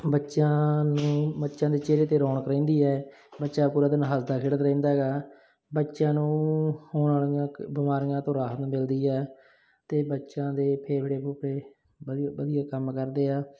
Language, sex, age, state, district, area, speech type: Punjabi, male, 30-45, Punjab, Bathinda, urban, spontaneous